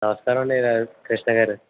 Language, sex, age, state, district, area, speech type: Telugu, male, 18-30, Andhra Pradesh, East Godavari, rural, conversation